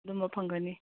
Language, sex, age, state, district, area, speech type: Manipuri, female, 30-45, Manipur, Imphal East, rural, conversation